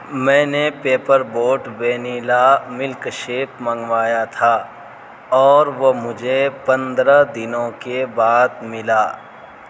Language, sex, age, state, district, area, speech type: Urdu, male, 18-30, Delhi, South Delhi, urban, read